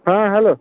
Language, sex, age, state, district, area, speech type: Bengali, male, 60+, West Bengal, Purulia, rural, conversation